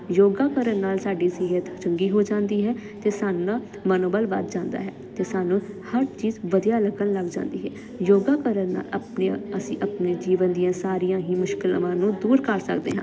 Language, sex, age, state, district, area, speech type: Punjabi, female, 18-30, Punjab, Jalandhar, urban, spontaneous